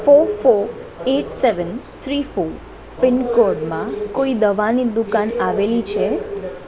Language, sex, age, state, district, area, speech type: Gujarati, female, 30-45, Gujarat, Morbi, rural, read